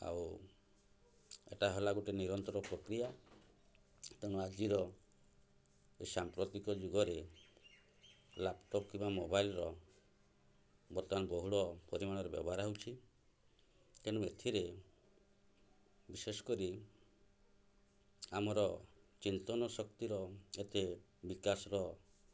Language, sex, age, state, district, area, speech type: Odia, male, 45-60, Odisha, Mayurbhanj, rural, spontaneous